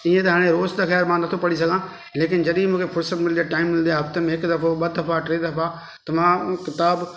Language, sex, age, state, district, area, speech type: Sindhi, male, 45-60, Delhi, South Delhi, urban, spontaneous